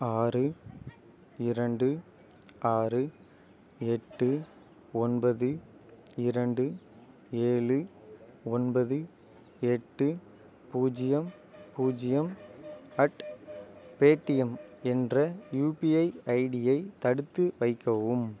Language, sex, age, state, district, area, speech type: Tamil, male, 18-30, Tamil Nadu, Ariyalur, rural, read